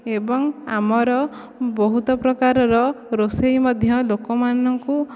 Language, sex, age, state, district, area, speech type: Odia, female, 18-30, Odisha, Dhenkanal, rural, spontaneous